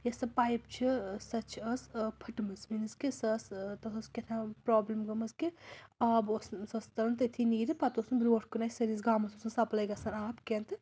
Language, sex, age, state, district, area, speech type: Kashmiri, female, 18-30, Jammu and Kashmir, Anantnag, rural, spontaneous